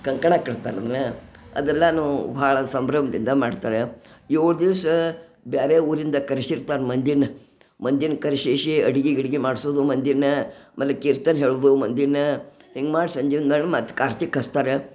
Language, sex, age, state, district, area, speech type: Kannada, female, 60+, Karnataka, Gadag, rural, spontaneous